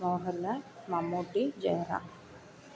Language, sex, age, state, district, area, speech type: Malayalam, female, 30-45, Kerala, Kollam, rural, spontaneous